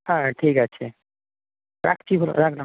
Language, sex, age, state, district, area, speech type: Bengali, male, 30-45, West Bengal, Paschim Medinipur, rural, conversation